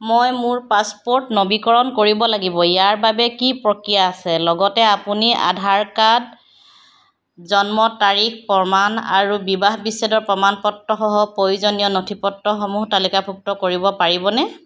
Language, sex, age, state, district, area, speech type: Assamese, female, 60+, Assam, Charaideo, urban, read